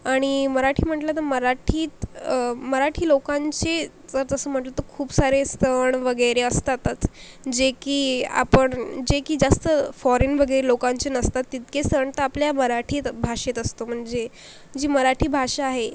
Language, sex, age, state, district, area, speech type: Marathi, female, 18-30, Maharashtra, Akola, rural, spontaneous